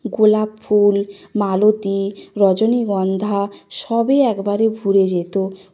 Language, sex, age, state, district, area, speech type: Bengali, female, 45-60, West Bengal, Nadia, rural, spontaneous